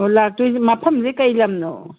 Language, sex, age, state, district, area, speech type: Manipuri, female, 60+, Manipur, Kangpokpi, urban, conversation